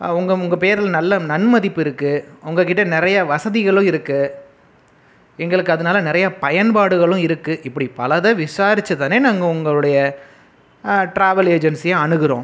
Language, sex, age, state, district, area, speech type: Tamil, male, 18-30, Tamil Nadu, Pudukkottai, rural, spontaneous